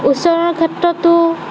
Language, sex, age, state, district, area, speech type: Assamese, female, 45-60, Assam, Nagaon, rural, spontaneous